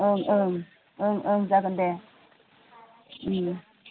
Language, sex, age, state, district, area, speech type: Bodo, female, 45-60, Assam, Udalguri, rural, conversation